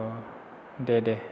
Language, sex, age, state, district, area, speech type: Bodo, male, 30-45, Assam, Chirang, rural, spontaneous